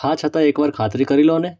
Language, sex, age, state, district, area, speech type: Gujarati, male, 18-30, Gujarat, Mehsana, rural, spontaneous